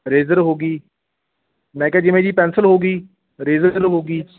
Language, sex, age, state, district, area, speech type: Punjabi, male, 30-45, Punjab, Bathinda, urban, conversation